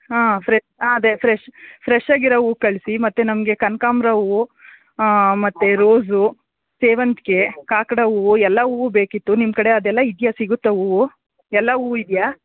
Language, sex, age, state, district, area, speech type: Kannada, female, 30-45, Karnataka, Mandya, urban, conversation